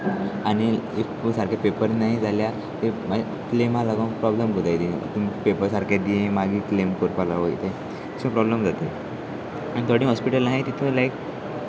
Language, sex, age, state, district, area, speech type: Goan Konkani, male, 18-30, Goa, Salcete, rural, spontaneous